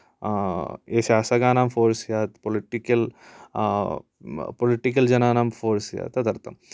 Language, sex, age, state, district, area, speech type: Sanskrit, male, 18-30, Kerala, Idukki, urban, spontaneous